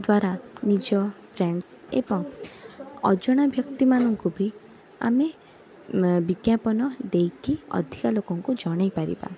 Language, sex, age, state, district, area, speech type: Odia, female, 18-30, Odisha, Cuttack, urban, spontaneous